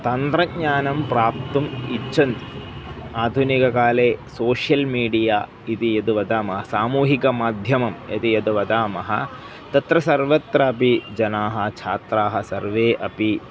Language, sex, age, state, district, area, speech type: Sanskrit, male, 30-45, Kerala, Kozhikode, urban, spontaneous